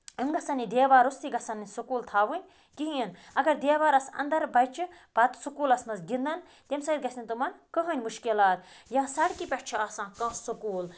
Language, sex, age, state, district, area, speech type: Kashmiri, female, 30-45, Jammu and Kashmir, Budgam, rural, spontaneous